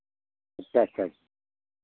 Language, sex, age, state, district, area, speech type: Hindi, male, 60+, Uttar Pradesh, Lucknow, rural, conversation